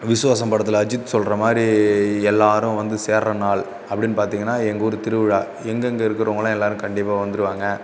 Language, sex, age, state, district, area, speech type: Tamil, male, 18-30, Tamil Nadu, Cuddalore, rural, spontaneous